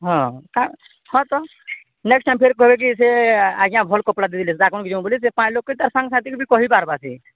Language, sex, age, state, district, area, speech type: Odia, male, 45-60, Odisha, Nuapada, urban, conversation